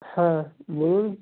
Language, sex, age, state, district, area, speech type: Bengali, male, 45-60, West Bengal, Nadia, rural, conversation